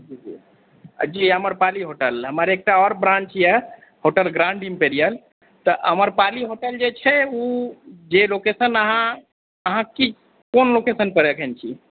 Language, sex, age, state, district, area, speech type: Maithili, male, 18-30, Bihar, Purnia, urban, conversation